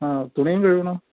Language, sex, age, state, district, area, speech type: Malayalam, male, 30-45, Kerala, Thiruvananthapuram, urban, conversation